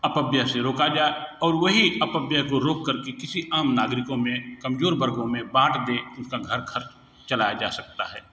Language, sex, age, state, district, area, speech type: Hindi, male, 60+, Bihar, Begusarai, urban, spontaneous